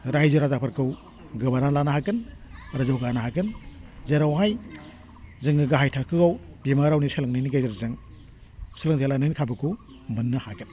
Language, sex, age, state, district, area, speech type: Bodo, male, 60+, Assam, Udalguri, urban, spontaneous